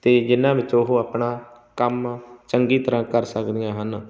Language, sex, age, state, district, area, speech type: Punjabi, male, 45-60, Punjab, Barnala, rural, spontaneous